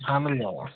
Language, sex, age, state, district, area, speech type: Hindi, male, 30-45, Uttar Pradesh, Hardoi, rural, conversation